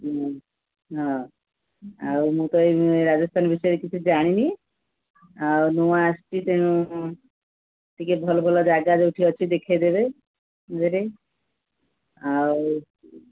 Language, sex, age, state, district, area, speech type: Odia, female, 45-60, Odisha, Sundergarh, rural, conversation